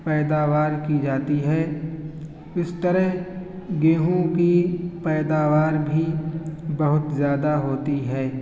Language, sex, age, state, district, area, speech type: Urdu, male, 18-30, Uttar Pradesh, Siddharthnagar, rural, spontaneous